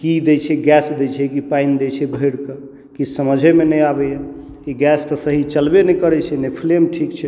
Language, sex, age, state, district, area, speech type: Maithili, male, 30-45, Bihar, Madhubani, rural, spontaneous